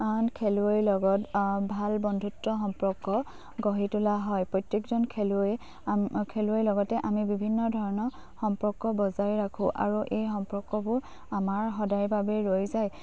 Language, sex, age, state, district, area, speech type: Assamese, female, 18-30, Assam, Dibrugarh, rural, spontaneous